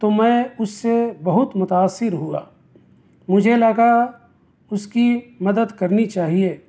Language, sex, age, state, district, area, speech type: Urdu, male, 30-45, Delhi, South Delhi, urban, spontaneous